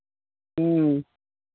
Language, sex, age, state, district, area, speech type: Maithili, female, 60+, Bihar, Madhepura, rural, conversation